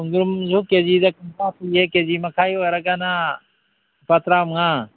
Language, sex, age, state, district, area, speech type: Manipuri, male, 45-60, Manipur, Imphal East, rural, conversation